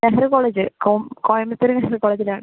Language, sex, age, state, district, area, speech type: Malayalam, female, 18-30, Kerala, Palakkad, rural, conversation